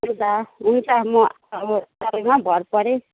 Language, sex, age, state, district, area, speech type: Nepali, female, 30-45, West Bengal, Kalimpong, rural, conversation